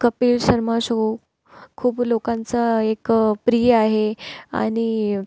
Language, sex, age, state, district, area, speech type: Marathi, female, 18-30, Maharashtra, Nagpur, urban, spontaneous